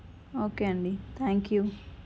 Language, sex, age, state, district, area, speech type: Telugu, female, 30-45, Andhra Pradesh, Chittoor, urban, spontaneous